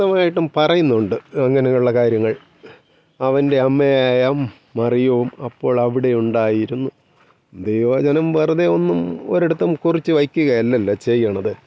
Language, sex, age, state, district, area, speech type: Malayalam, male, 45-60, Kerala, Thiruvananthapuram, rural, spontaneous